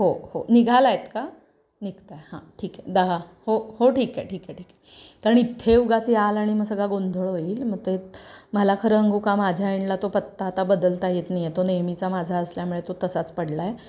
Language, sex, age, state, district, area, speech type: Marathi, female, 30-45, Maharashtra, Sangli, urban, spontaneous